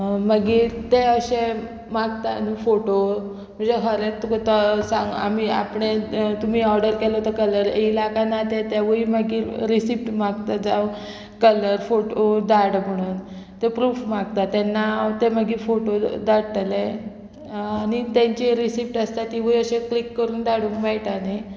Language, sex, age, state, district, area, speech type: Goan Konkani, female, 30-45, Goa, Murmgao, rural, spontaneous